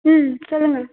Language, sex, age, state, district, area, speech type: Tamil, female, 18-30, Tamil Nadu, Thanjavur, rural, conversation